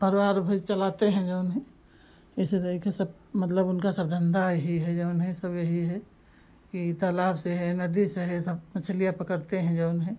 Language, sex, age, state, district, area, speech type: Hindi, female, 45-60, Uttar Pradesh, Lucknow, rural, spontaneous